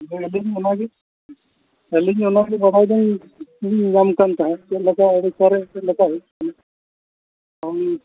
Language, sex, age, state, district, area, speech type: Santali, male, 45-60, Odisha, Mayurbhanj, rural, conversation